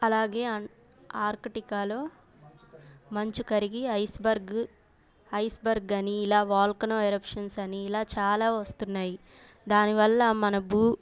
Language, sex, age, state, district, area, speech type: Telugu, female, 18-30, Andhra Pradesh, Bapatla, urban, spontaneous